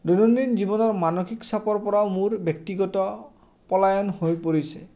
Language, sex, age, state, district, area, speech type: Assamese, male, 30-45, Assam, Udalguri, rural, spontaneous